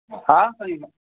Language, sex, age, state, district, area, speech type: Sindhi, male, 60+, Gujarat, Kutch, rural, conversation